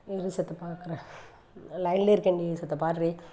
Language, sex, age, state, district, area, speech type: Tamil, female, 60+, Tamil Nadu, Thanjavur, urban, spontaneous